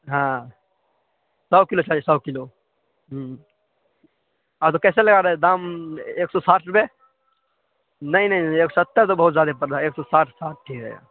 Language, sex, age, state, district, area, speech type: Urdu, male, 18-30, Bihar, Khagaria, rural, conversation